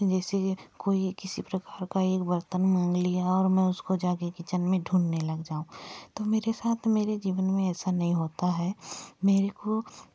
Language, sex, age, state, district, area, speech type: Hindi, female, 30-45, Madhya Pradesh, Bhopal, urban, spontaneous